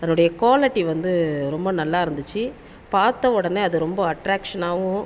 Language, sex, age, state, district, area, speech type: Tamil, female, 30-45, Tamil Nadu, Tiruvannamalai, urban, spontaneous